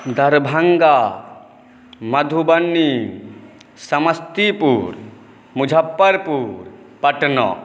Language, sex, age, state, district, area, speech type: Maithili, male, 30-45, Bihar, Saharsa, urban, spontaneous